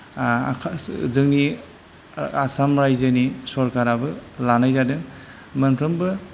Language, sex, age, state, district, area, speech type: Bodo, male, 45-60, Assam, Kokrajhar, rural, spontaneous